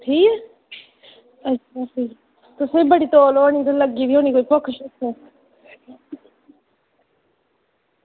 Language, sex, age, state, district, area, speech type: Dogri, female, 18-30, Jammu and Kashmir, Reasi, rural, conversation